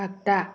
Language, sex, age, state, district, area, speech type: Bodo, female, 30-45, Assam, Kokrajhar, urban, read